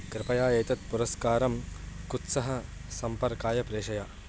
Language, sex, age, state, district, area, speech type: Sanskrit, male, 18-30, Andhra Pradesh, Guntur, urban, read